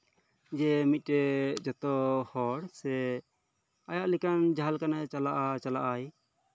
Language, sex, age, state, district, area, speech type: Santali, male, 18-30, West Bengal, Birbhum, rural, spontaneous